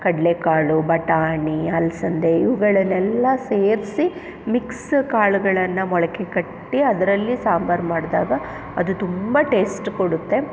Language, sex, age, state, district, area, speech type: Kannada, female, 30-45, Karnataka, Chamarajanagar, rural, spontaneous